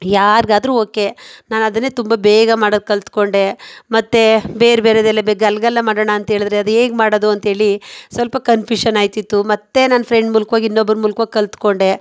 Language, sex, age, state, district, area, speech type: Kannada, female, 30-45, Karnataka, Mandya, rural, spontaneous